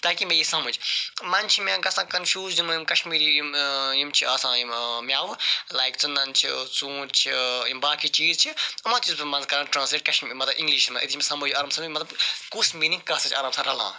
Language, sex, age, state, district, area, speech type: Kashmiri, male, 45-60, Jammu and Kashmir, Budgam, urban, spontaneous